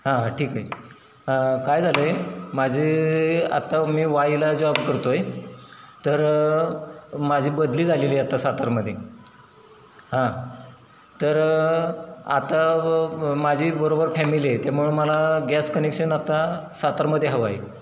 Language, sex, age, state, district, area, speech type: Marathi, male, 30-45, Maharashtra, Satara, rural, spontaneous